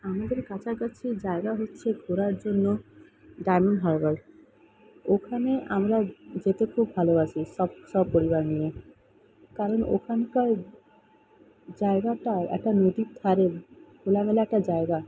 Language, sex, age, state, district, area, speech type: Bengali, female, 30-45, West Bengal, Kolkata, urban, spontaneous